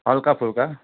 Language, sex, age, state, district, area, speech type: Nepali, male, 60+, West Bengal, Kalimpong, rural, conversation